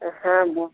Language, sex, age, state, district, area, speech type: Bengali, male, 30-45, West Bengal, Dakshin Dinajpur, urban, conversation